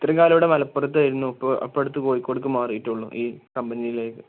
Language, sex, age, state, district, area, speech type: Malayalam, male, 18-30, Kerala, Kozhikode, rural, conversation